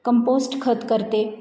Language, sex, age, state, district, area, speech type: Marathi, female, 45-60, Maharashtra, Satara, urban, spontaneous